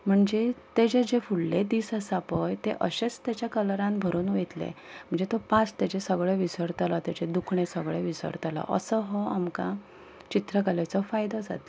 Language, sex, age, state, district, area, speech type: Goan Konkani, female, 30-45, Goa, Ponda, rural, spontaneous